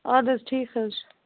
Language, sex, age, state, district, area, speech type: Kashmiri, female, 45-60, Jammu and Kashmir, Baramulla, rural, conversation